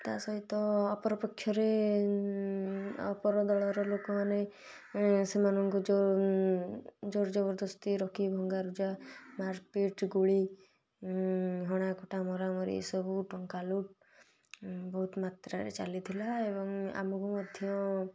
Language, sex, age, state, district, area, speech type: Odia, female, 18-30, Odisha, Kalahandi, rural, spontaneous